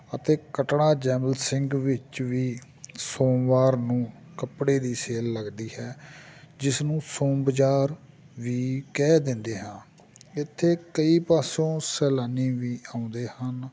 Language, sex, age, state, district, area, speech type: Punjabi, male, 45-60, Punjab, Amritsar, rural, spontaneous